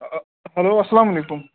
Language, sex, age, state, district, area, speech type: Kashmiri, male, 18-30, Jammu and Kashmir, Ganderbal, rural, conversation